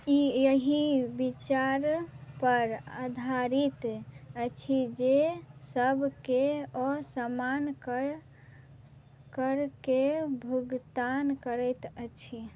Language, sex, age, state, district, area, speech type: Maithili, female, 18-30, Bihar, Madhubani, rural, read